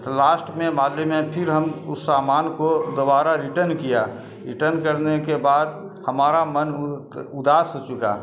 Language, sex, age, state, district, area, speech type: Urdu, male, 45-60, Bihar, Darbhanga, urban, spontaneous